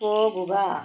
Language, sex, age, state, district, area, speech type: Malayalam, female, 60+, Kerala, Wayanad, rural, read